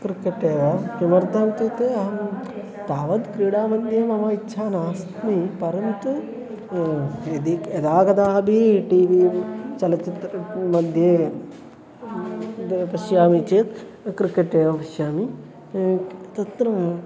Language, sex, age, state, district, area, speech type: Sanskrit, male, 18-30, Kerala, Thrissur, urban, spontaneous